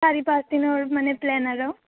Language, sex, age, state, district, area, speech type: Assamese, female, 18-30, Assam, Udalguri, rural, conversation